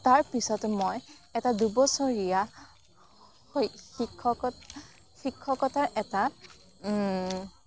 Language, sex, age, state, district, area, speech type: Assamese, female, 18-30, Assam, Morigaon, rural, spontaneous